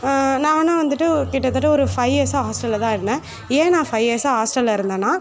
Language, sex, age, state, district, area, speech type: Tamil, female, 18-30, Tamil Nadu, Perambalur, urban, spontaneous